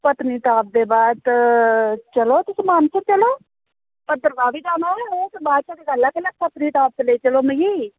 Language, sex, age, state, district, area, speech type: Dogri, female, 30-45, Jammu and Kashmir, Reasi, rural, conversation